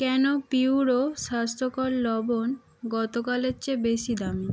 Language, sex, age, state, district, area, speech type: Bengali, female, 18-30, West Bengal, Howrah, urban, read